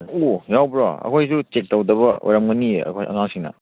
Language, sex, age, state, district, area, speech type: Manipuri, male, 18-30, Manipur, Churachandpur, rural, conversation